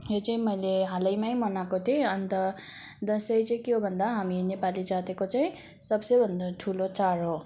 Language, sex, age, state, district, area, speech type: Nepali, female, 18-30, West Bengal, Darjeeling, rural, spontaneous